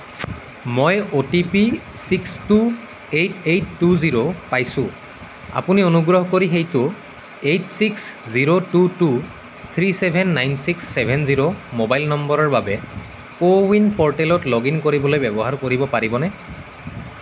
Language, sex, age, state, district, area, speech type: Assamese, male, 18-30, Assam, Nalbari, rural, read